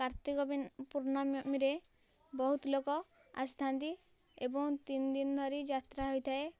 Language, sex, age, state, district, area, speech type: Odia, female, 18-30, Odisha, Nayagarh, rural, spontaneous